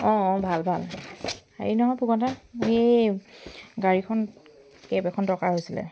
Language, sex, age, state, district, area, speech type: Assamese, female, 30-45, Assam, Sivasagar, rural, spontaneous